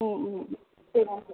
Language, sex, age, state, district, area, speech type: Tamil, female, 18-30, Tamil Nadu, Perambalur, rural, conversation